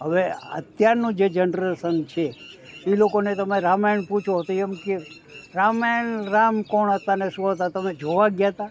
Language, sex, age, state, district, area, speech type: Gujarati, male, 60+, Gujarat, Rajkot, urban, spontaneous